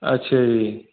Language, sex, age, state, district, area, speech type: Punjabi, male, 30-45, Punjab, Mohali, urban, conversation